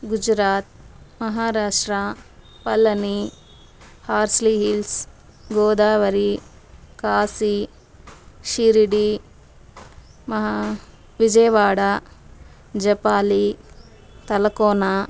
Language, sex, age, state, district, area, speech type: Telugu, female, 30-45, Andhra Pradesh, Chittoor, rural, spontaneous